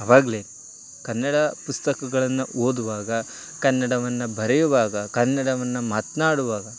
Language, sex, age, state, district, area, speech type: Kannada, male, 18-30, Karnataka, Chamarajanagar, rural, spontaneous